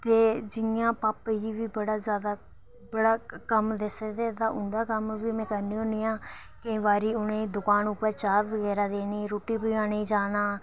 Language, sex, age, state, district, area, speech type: Dogri, female, 18-30, Jammu and Kashmir, Reasi, urban, spontaneous